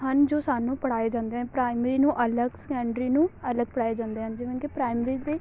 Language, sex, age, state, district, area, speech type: Punjabi, female, 18-30, Punjab, Amritsar, urban, spontaneous